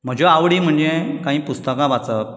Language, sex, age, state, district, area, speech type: Goan Konkani, male, 45-60, Goa, Bardez, urban, spontaneous